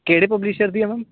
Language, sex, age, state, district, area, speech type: Punjabi, male, 18-30, Punjab, Ludhiana, urban, conversation